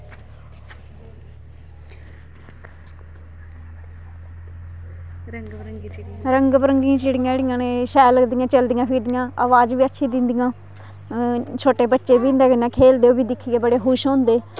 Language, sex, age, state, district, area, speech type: Dogri, female, 30-45, Jammu and Kashmir, Kathua, rural, spontaneous